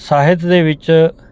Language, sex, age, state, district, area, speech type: Punjabi, male, 45-60, Punjab, Mohali, urban, spontaneous